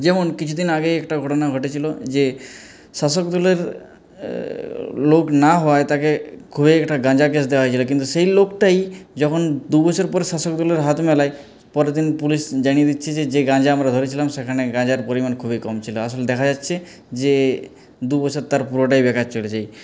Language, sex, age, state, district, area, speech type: Bengali, male, 45-60, West Bengal, Purulia, urban, spontaneous